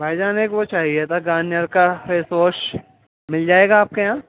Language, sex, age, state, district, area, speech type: Urdu, male, 30-45, Uttar Pradesh, Muzaffarnagar, urban, conversation